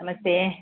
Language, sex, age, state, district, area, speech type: Sanskrit, female, 60+, Tamil Nadu, Chennai, urban, conversation